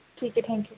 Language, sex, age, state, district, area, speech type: Marathi, female, 18-30, Maharashtra, Nanded, rural, conversation